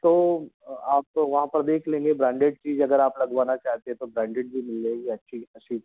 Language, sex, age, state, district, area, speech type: Hindi, male, 45-60, Madhya Pradesh, Jabalpur, urban, conversation